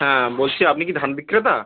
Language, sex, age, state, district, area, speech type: Bengali, male, 18-30, West Bengal, Birbhum, urban, conversation